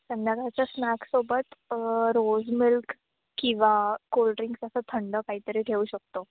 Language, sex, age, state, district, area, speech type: Marathi, female, 18-30, Maharashtra, Mumbai Suburban, urban, conversation